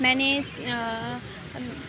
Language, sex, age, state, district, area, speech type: Urdu, female, 30-45, Uttar Pradesh, Aligarh, rural, spontaneous